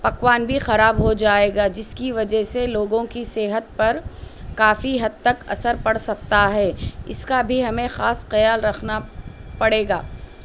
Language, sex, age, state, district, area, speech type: Urdu, female, 18-30, Telangana, Hyderabad, urban, spontaneous